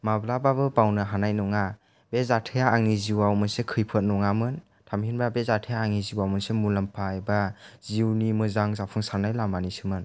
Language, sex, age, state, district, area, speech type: Bodo, male, 60+, Assam, Chirang, urban, spontaneous